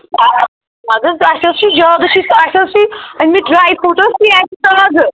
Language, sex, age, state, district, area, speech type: Kashmiri, female, 18-30, Jammu and Kashmir, Ganderbal, rural, conversation